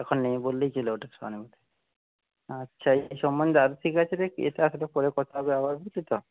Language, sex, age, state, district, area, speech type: Bengali, male, 30-45, West Bengal, Jhargram, rural, conversation